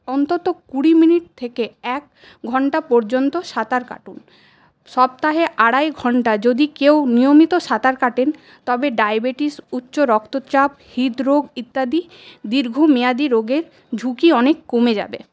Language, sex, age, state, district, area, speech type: Bengali, female, 30-45, West Bengal, Paschim Bardhaman, urban, spontaneous